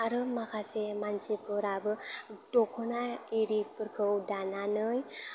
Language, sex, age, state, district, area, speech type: Bodo, female, 18-30, Assam, Chirang, urban, spontaneous